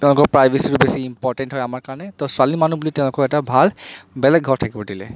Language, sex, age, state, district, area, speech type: Assamese, male, 30-45, Assam, Charaideo, urban, spontaneous